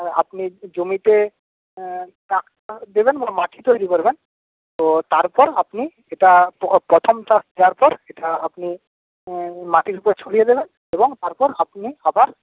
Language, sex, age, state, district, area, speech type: Bengali, male, 30-45, West Bengal, Paschim Medinipur, rural, conversation